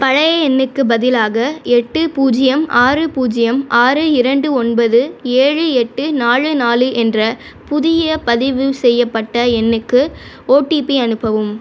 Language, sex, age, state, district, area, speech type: Tamil, female, 18-30, Tamil Nadu, Pudukkottai, rural, read